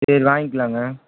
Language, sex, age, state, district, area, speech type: Tamil, male, 18-30, Tamil Nadu, Tiruvarur, urban, conversation